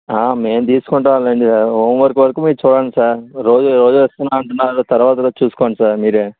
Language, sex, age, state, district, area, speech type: Telugu, male, 45-60, Andhra Pradesh, Vizianagaram, rural, conversation